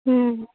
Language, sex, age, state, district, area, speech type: Telugu, female, 30-45, Andhra Pradesh, Annamaya, urban, conversation